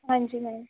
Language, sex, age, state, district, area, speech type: Punjabi, female, 18-30, Punjab, Faridkot, urban, conversation